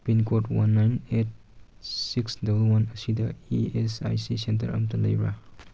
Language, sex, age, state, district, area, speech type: Manipuri, male, 30-45, Manipur, Kangpokpi, urban, read